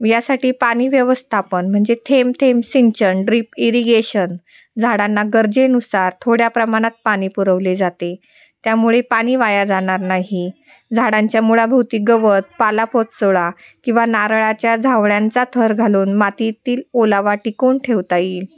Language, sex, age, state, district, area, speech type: Marathi, female, 30-45, Maharashtra, Nashik, urban, spontaneous